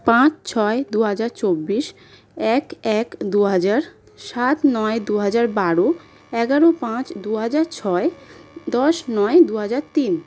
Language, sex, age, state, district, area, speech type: Bengali, female, 18-30, West Bengal, South 24 Parganas, rural, spontaneous